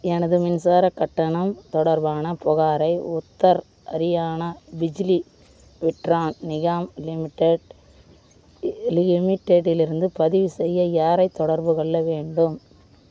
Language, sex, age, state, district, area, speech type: Tamil, female, 30-45, Tamil Nadu, Vellore, urban, read